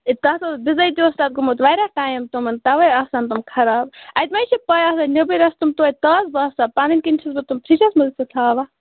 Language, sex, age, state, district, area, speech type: Kashmiri, other, 30-45, Jammu and Kashmir, Baramulla, urban, conversation